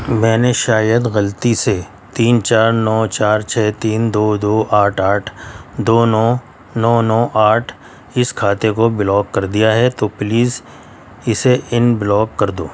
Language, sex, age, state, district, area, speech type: Urdu, male, 60+, Delhi, Central Delhi, urban, read